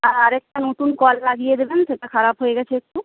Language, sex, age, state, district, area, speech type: Bengali, female, 30-45, West Bengal, Nadia, rural, conversation